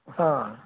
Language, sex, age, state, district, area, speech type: Punjabi, male, 30-45, Punjab, Gurdaspur, rural, conversation